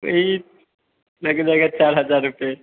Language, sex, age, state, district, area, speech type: Hindi, male, 18-30, Bihar, Samastipur, rural, conversation